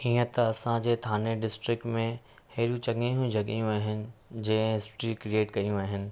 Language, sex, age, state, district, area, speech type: Sindhi, male, 30-45, Maharashtra, Thane, urban, spontaneous